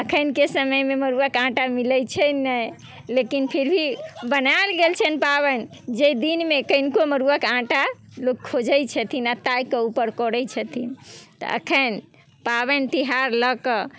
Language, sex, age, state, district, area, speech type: Maithili, female, 30-45, Bihar, Muzaffarpur, rural, spontaneous